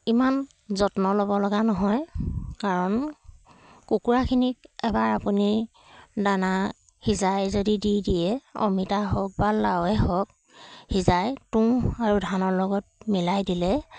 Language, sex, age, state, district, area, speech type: Assamese, female, 45-60, Assam, Charaideo, rural, spontaneous